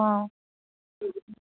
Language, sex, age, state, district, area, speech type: Assamese, female, 18-30, Assam, Dibrugarh, rural, conversation